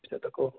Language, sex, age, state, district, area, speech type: Assamese, male, 18-30, Assam, Sonitpur, urban, conversation